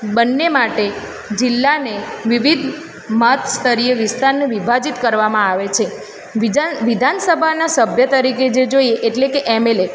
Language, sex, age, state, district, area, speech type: Gujarati, female, 30-45, Gujarat, Ahmedabad, urban, spontaneous